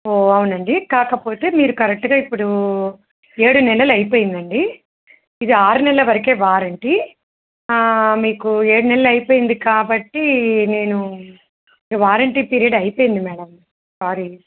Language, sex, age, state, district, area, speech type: Telugu, female, 30-45, Telangana, Medak, rural, conversation